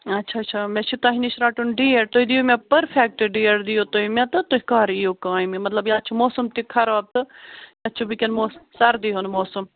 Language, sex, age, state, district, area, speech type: Kashmiri, female, 30-45, Jammu and Kashmir, Bandipora, rural, conversation